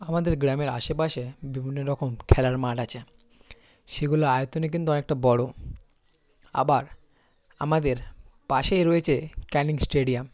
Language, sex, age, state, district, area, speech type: Bengali, male, 18-30, West Bengal, South 24 Parganas, rural, spontaneous